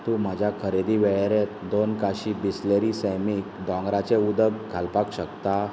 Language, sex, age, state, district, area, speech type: Goan Konkani, male, 30-45, Goa, Bardez, urban, read